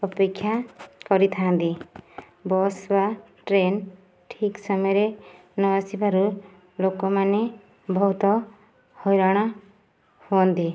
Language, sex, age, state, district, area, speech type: Odia, female, 30-45, Odisha, Nayagarh, rural, spontaneous